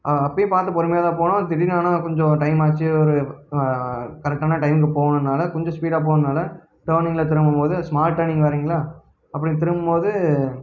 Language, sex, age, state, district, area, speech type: Tamil, male, 18-30, Tamil Nadu, Erode, rural, spontaneous